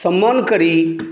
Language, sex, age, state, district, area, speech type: Maithili, male, 45-60, Bihar, Saharsa, urban, spontaneous